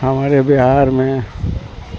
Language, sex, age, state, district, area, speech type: Urdu, male, 60+, Bihar, Supaul, rural, spontaneous